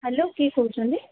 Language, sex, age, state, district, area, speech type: Odia, female, 45-60, Odisha, Sundergarh, rural, conversation